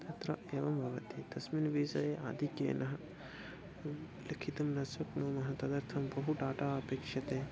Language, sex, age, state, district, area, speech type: Sanskrit, male, 18-30, Odisha, Bhadrak, rural, spontaneous